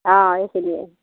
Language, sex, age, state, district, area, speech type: Assamese, female, 30-45, Assam, Nagaon, rural, conversation